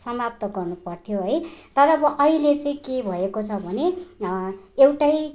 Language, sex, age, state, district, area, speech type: Nepali, female, 45-60, West Bengal, Darjeeling, rural, spontaneous